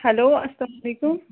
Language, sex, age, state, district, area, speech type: Kashmiri, female, 30-45, Jammu and Kashmir, Budgam, rural, conversation